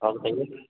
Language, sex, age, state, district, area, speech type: Hindi, male, 30-45, Uttar Pradesh, Chandauli, rural, conversation